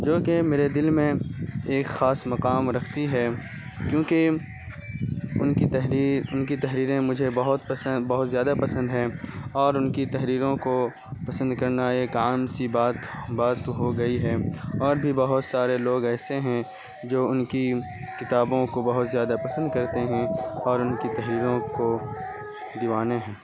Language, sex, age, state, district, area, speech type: Urdu, male, 18-30, Bihar, Saharsa, rural, spontaneous